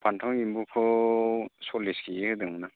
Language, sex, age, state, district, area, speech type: Bodo, male, 45-60, Assam, Kokrajhar, rural, conversation